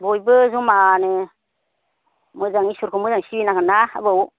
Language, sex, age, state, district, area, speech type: Bodo, female, 45-60, Assam, Baksa, rural, conversation